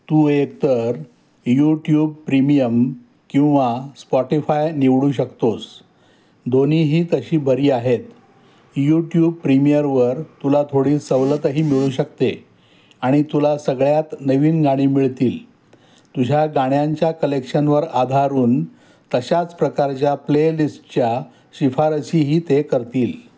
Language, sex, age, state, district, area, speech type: Marathi, male, 60+, Maharashtra, Pune, urban, read